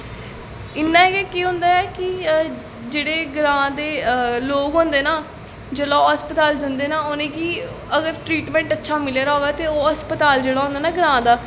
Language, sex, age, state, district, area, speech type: Dogri, female, 18-30, Jammu and Kashmir, Jammu, rural, spontaneous